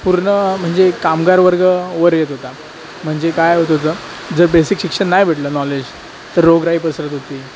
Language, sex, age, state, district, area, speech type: Marathi, male, 18-30, Maharashtra, Sindhudurg, rural, spontaneous